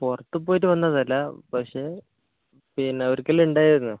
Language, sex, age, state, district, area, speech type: Malayalam, male, 18-30, Kerala, Kozhikode, urban, conversation